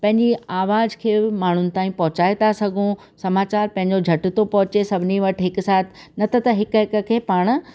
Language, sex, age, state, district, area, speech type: Sindhi, female, 45-60, Rajasthan, Ajmer, rural, spontaneous